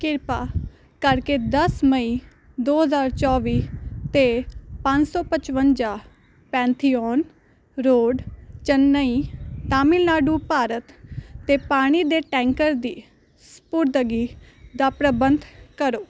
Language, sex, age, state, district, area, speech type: Punjabi, female, 18-30, Punjab, Hoshiarpur, urban, read